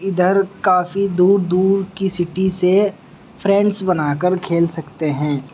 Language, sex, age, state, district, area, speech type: Urdu, male, 18-30, Uttar Pradesh, Muzaffarnagar, rural, spontaneous